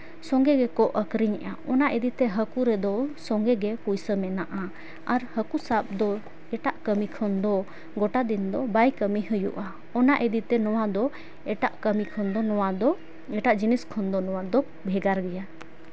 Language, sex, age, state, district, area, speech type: Santali, female, 18-30, Jharkhand, Seraikela Kharsawan, rural, spontaneous